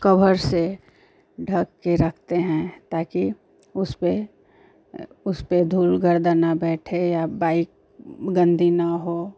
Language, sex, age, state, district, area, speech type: Hindi, female, 30-45, Uttar Pradesh, Ghazipur, urban, spontaneous